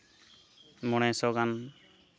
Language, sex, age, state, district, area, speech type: Santali, male, 30-45, Jharkhand, East Singhbhum, rural, spontaneous